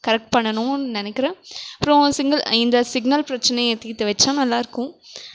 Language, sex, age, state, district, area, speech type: Tamil, female, 18-30, Tamil Nadu, Krishnagiri, rural, spontaneous